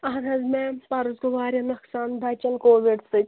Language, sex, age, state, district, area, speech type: Kashmiri, female, 30-45, Jammu and Kashmir, Shopian, rural, conversation